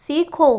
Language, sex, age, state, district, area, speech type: Hindi, female, 60+, Rajasthan, Jaipur, urban, read